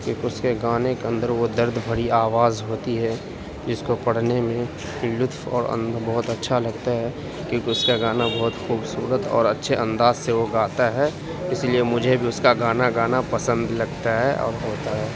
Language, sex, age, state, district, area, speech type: Urdu, male, 30-45, Uttar Pradesh, Gautam Buddha Nagar, urban, spontaneous